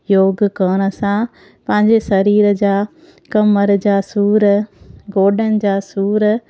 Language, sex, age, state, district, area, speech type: Sindhi, female, 30-45, Gujarat, Junagadh, urban, spontaneous